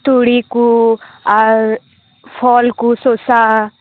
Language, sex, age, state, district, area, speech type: Santali, female, 18-30, West Bengal, Purba Bardhaman, rural, conversation